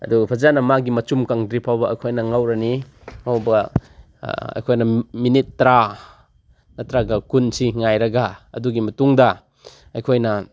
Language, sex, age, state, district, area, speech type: Manipuri, male, 30-45, Manipur, Chandel, rural, spontaneous